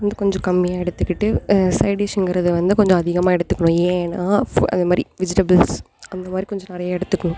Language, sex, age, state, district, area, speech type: Tamil, female, 18-30, Tamil Nadu, Thanjavur, rural, spontaneous